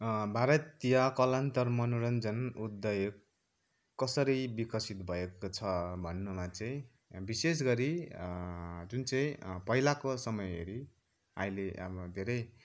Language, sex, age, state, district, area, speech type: Nepali, male, 30-45, West Bengal, Kalimpong, rural, spontaneous